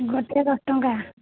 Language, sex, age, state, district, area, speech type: Odia, female, 45-60, Odisha, Sundergarh, rural, conversation